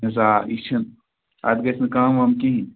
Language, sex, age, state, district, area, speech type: Kashmiri, male, 18-30, Jammu and Kashmir, Ganderbal, rural, conversation